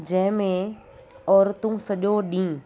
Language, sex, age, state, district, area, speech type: Sindhi, female, 30-45, Maharashtra, Thane, urban, spontaneous